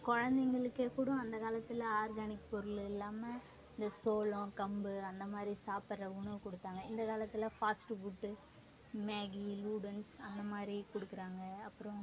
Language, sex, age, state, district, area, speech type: Tamil, female, 18-30, Tamil Nadu, Kallakurichi, rural, spontaneous